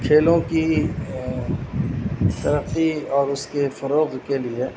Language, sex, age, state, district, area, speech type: Urdu, male, 30-45, Bihar, Madhubani, urban, spontaneous